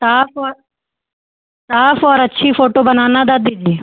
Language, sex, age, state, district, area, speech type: Hindi, female, 30-45, Uttar Pradesh, Lucknow, rural, conversation